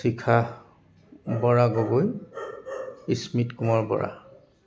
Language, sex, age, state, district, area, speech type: Assamese, male, 60+, Assam, Dibrugarh, urban, spontaneous